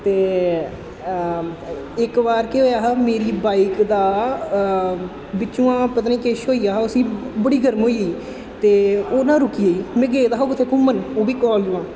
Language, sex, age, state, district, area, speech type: Dogri, male, 18-30, Jammu and Kashmir, Jammu, urban, spontaneous